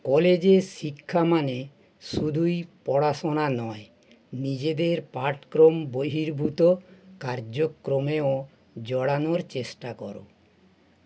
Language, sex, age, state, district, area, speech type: Bengali, male, 60+, West Bengal, North 24 Parganas, urban, read